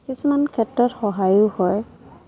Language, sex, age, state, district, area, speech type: Assamese, female, 30-45, Assam, Lakhimpur, rural, spontaneous